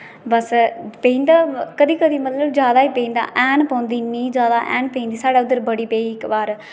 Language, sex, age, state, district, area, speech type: Dogri, female, 18-30, Jammu and Kashmir, Kathua, rural, spontaneous